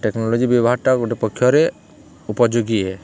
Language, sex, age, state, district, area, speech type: Odia, male, 18-30, Odisha, Balangir, urban, spontaneous